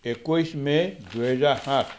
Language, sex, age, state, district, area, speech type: Assamese, male, 60+, Assam, Sivasagar, rural, spontaneous